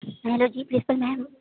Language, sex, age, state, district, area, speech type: Urdu, female, 18-30, Uttar Pradesh, Mau, urban, conversation